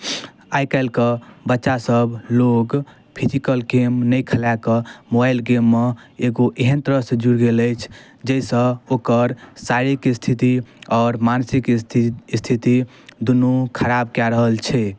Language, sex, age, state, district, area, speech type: Maithili, male, 18-30, Bihar, Darbhanga, rural, spontaneous